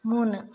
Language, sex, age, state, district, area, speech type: Malayalam, female, 18-30, Kerala, Kottayam, rural, read